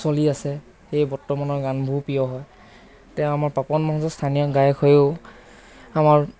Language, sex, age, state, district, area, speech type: Assamese, male, 18-30, Assam, Lakhimpur, rural, spontaneous